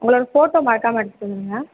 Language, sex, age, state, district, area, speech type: Tamil, female, 30-45, Tamil Nadu, Pudukkottai, rural, conversation